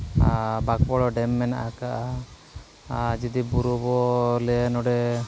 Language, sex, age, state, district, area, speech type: Santali, male, 45-60, Odisha, Mayurbhanj, rural, spontaneous